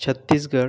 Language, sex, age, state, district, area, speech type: Marathi, male, 18-30, Maharashtra, Buldhana, rural, spontaneous